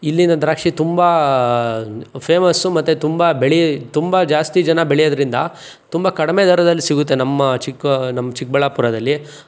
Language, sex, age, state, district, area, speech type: Kannada, male, 45-60, Karnataka, Chikkaballapur, urban, spontaneous